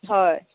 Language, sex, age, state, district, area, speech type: Assamese, female, 60+, Assam, Dibrugarh, rural, conversation